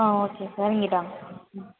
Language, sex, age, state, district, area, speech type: Tamil, female, 18-30, Tamil Nadu, Madurai, urban, conversation